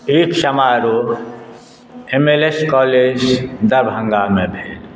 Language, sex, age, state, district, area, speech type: Maithili, male, 60+, Bihar, Madhubani, rural, spontaneous